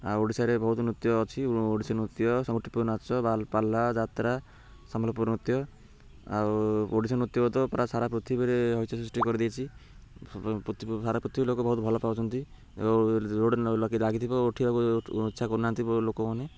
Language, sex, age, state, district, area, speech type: Odia, male, 30-45, Odisha, Ganjam, urban, spontaneous